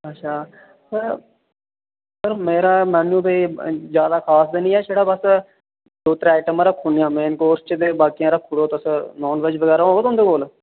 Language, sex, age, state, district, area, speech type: Dogri, male, 18-30, Jammu and Kashmir, Reasi, urban, conversation